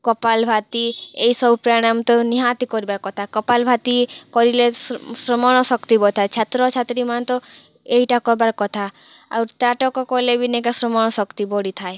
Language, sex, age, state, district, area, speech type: Odia, female, 18-30, Odisha, Kalahandi, rural, spontaneous